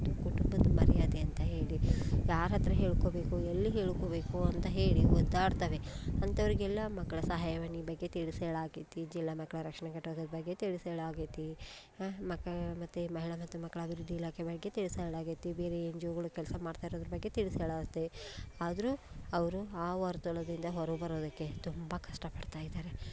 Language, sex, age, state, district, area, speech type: Kannada, female, 30-45, Karnataka, Koppal, urban, spontaneous